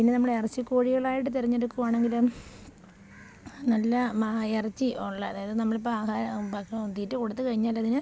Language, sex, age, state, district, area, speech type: Malayalam, female, 30-45, Kerala, Pathanamthitta, rural, spontaneous